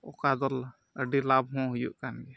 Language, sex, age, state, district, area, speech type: Santali, male, 18-30, Jharkhand, Pakur, rural, spontaneous